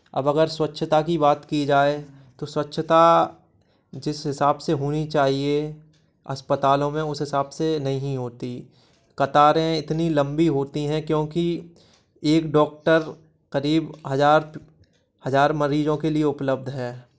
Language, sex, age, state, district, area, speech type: Hindi, male, 18-30, Madhya Pradesh, Gwalior, urban, spontaneous